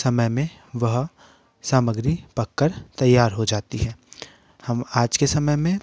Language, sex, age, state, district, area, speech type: Hindi, male, 18-30, Madhya Pradesh, Betul, urban, spontaneous